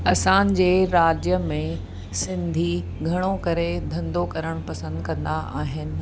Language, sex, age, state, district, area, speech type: Sindhi, female, 45-60, Maharashtra, Mumbai Suburban, urban, spontaneous